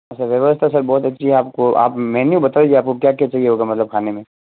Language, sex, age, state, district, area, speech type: Hindi, male, 18-30, Rajasthan, Jodhpur, rural, conversation